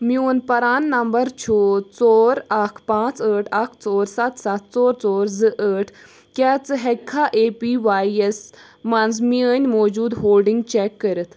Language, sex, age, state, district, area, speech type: Kashmiri, female, 18-30, Jammu and Kashmir, Bandipora, rural, read